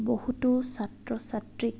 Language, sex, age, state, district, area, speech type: Assamese, female, 18-30, Assam, Dibrugarh, rural, spontaneous